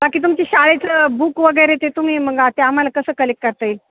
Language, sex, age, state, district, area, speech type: Marathi, female, 45-60, Maharashtra, Ahmednagar, rural, conversation